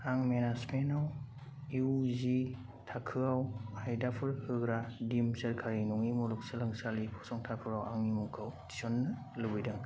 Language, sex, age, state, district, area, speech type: Bodo, male, 18-30, Assam, Kokrajhar, rural, read